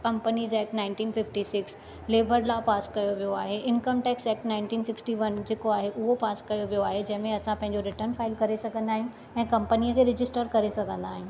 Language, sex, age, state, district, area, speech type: Sindhi, female, 30-45, Maharashtra, Thane, urban, spontaneous